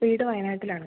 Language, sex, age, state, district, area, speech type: Malayalam, female, 18-30, Kerala, Wayanad, rural, conversation